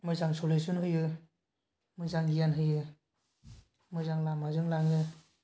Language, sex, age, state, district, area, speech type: Bodo, male, 18-30, Assam, Kokrajhar, rural, spontaneous